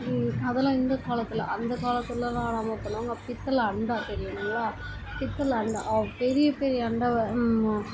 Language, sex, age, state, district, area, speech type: Tamil, female, 18-30, Tamil Nadu, Chennai, urban, spontaneous